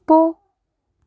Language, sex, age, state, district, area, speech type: Tamil, female, 18-30, Tamil Nadu, Nilgiris, urban, read